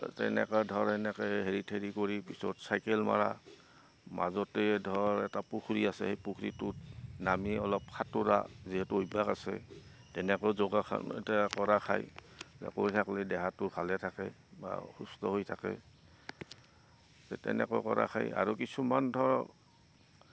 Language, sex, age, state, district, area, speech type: Assamese, male, 60+, Assam, Goalpara, urban, spontaneous